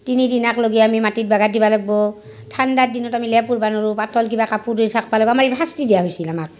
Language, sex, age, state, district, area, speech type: Assamese, female, 45-60, Assam, Barpeta, rural, spontaneous